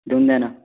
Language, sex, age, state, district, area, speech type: Marathi, female, 18-30, Maharashtra, Gondia, rural, conversation